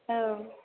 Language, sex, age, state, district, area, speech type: Bodo, female, 18-30, Assam, Chirang, rural, conversation